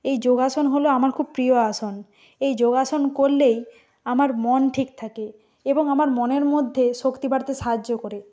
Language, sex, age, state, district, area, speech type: Bengali, female, 45-60, West Bengal, Purba Medinipur, rural, spontaneous